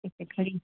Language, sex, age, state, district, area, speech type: Hindi, female, 60+, Uttar Pradesh, Mau, rural, conversation